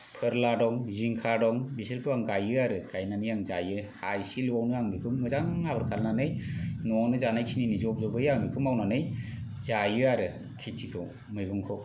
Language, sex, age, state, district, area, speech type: Bodo, male, 30-45, Assam, Kokrajhar, rural, spontaneous